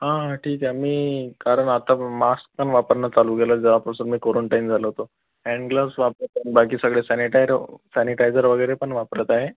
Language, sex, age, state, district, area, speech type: Marathi, male, 18-30, Maharashtra, Akola, urban, conversation